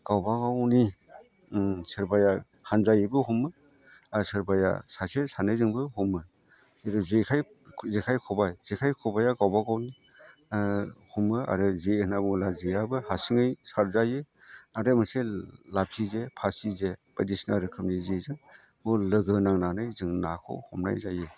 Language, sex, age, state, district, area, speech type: Bodo, male, 45-60, Assam, Chirang, rural, spontaneous